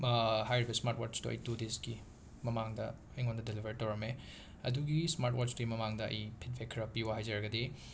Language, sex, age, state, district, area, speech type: Manipuri, male, 30-45, Manipur, Imphal West, urban, spontaneous